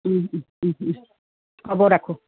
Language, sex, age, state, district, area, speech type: Assamese, female, 60+, Assam, Charaideo, urban, conversation